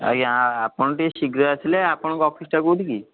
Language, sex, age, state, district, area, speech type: Odia, male, 18-30, Odisha, Puri, urban, conversation